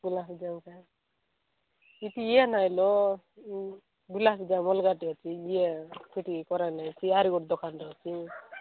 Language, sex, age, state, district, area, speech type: Odia, female, 18-30, Odisha, Nabarangpur, urban, conversation